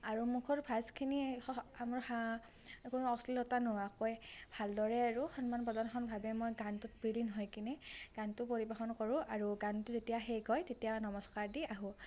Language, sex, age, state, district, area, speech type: Assamese, female, 18-30, Assam, Nalbari, rural, spontaneous